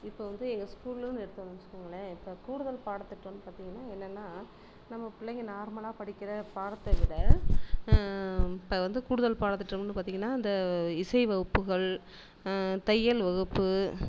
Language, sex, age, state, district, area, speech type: Tamil, female, 30-45, Tamil Nadu, Tiruchirappalli, rural, spontaneous